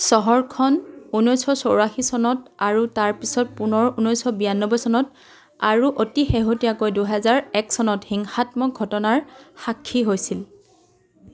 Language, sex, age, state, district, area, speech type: Assamese, female, 30-45, Assam, Dhemaji, rural, read